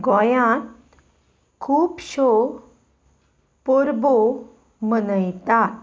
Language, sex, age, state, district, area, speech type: Goan Konkani, female, 45-60, Goa, Salcete, urban, spontaneous